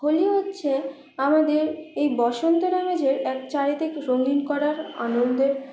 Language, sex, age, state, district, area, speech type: Bengali, female, 30-45, West Bengal, Paschim Bardhaman, urban, spontaneous